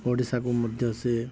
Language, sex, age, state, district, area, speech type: Odia, male, 30-45, Odisha, Nuapada, urban, spontaneous